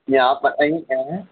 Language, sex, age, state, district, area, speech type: Urdu, male, 45-60, Telangana, Hyderabad, urban, conversation